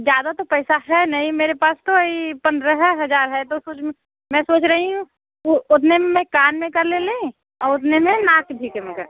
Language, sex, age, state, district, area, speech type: Hindi, female, 30-45, Uttar Pradesh, Bhadohi, urban, conversation